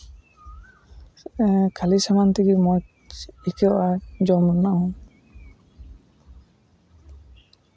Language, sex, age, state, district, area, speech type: Santali, male, 18-30, West Bengal, Uttar Dinajpur, rural, spontaneous